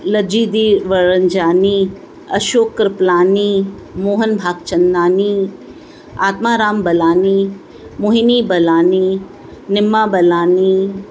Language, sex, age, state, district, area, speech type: Sindhi, female, 45-60, Uttar Pradesh, Lucknow, rural, spontaneous